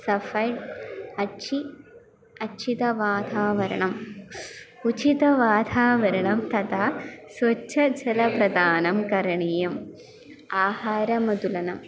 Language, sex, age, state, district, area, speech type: Sanskrit, female, 18-30, Kerala, Thrissur, urban, spontaneous